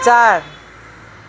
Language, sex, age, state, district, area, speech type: Nepali, female, 45-60, West Bengal, Kalimpong, rural, read